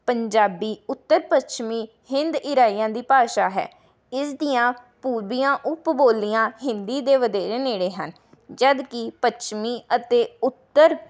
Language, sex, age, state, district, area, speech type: Punjabi, female, 18-30, Punjab, Rupnagar, rural, spontaneous